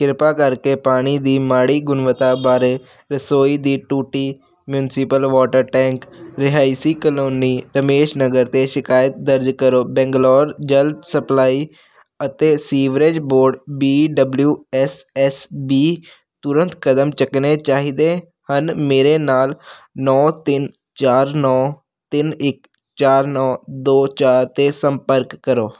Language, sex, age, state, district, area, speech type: Punjabi, male, 18-30, Punjab, Hoshiarpur, rural, read